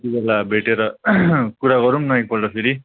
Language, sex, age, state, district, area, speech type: Nepali, male, 18-30, West Bengal, Kalimpong, rural, conversation